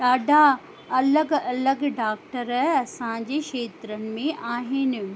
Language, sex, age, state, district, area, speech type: Sindhi, female, 45-60, Rajasthan, Ajmer, urban, spontaneous